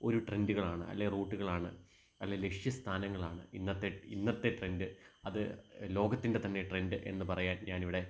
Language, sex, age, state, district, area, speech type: Malayalam, male, 18-30, Kerala, Kottayam, rural, spontaneous